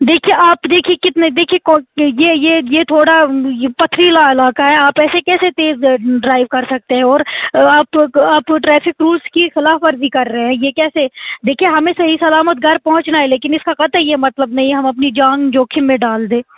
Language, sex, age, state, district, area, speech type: Urdu, female, 18-30, Jammu and Kashmir, Srinagar, urban, conversation